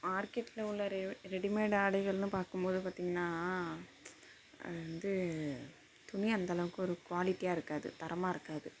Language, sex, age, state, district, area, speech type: Tamil, female, 30-45, Tamil Nadu, Mayiladuthurai, rural, spontaneous